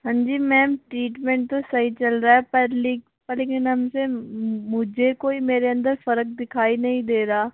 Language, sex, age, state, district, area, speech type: Hindi, male, 45-60, Rajasthan, Jaipur, urban, conversation